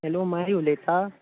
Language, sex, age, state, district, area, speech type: Goan Konkani, male, 18-30, Goa, Bardez, urban, conversation